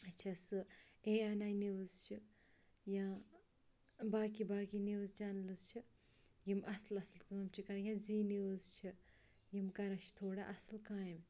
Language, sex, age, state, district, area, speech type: Kashmiri, female, 18-30, Jammu and Kashmir, Kupwara, rural, spontaneous